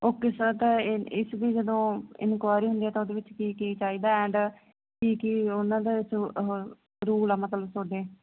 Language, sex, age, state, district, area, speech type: Punjabi, female, 18-30, Punjab, Barnala, rural, conversation